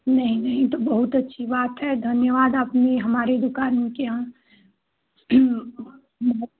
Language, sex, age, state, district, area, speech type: Hindi, female, 18-30, Uttar Pradesh, Chandauli, rural, conversation